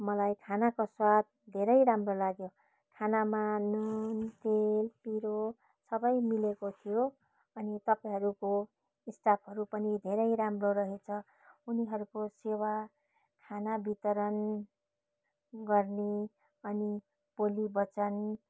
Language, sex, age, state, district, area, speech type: Nepali, female, 45-60, West Bengal, Darjeeling, rural, spontaneous